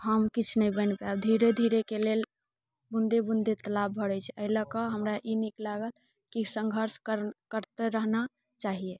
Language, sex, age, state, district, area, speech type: Maithili, female, 18-30, Bihar, Muzaffarpur, urban, spontaneous